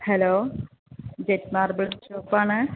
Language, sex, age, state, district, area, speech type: Malayalam, female, 30-45, Kerala, Malappuram, urban, conversation